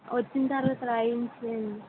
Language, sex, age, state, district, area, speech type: Telugu, female, 30-45, Andhra Pradesh, Vizianagaram, rural, conversation